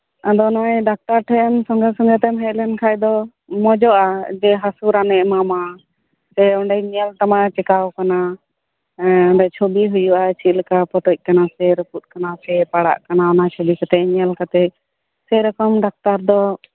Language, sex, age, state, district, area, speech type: Santali, female, 30-45, West Bengal, Birbhum, rural, conversation